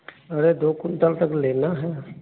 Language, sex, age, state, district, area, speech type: Hindi, male, 45-60, Uttar Pradesh, Hardoi, rural, conversation